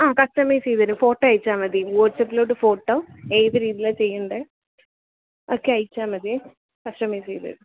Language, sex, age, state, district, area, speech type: Malayalam, female, 18-30, Kerala, Alappuzha, rural, conversation